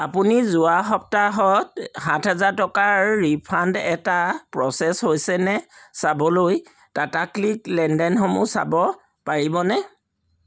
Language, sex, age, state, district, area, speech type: Assamese, male, 45-60, Assam, Charaideo, urban, read